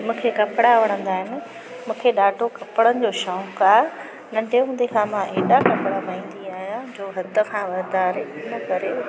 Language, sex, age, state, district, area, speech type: Sindhi, female, 45-60, Gujarat, Junagadh, urban, spontaneous